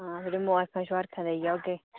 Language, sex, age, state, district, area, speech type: Dogri, female, 30-45, Jammu and Kashmir, Udhampur, urban, conversation